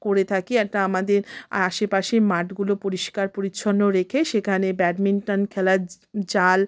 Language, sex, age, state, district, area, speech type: Bengali, female, 30-45, West Bengal, South 24 Parganas, rural, spontaneous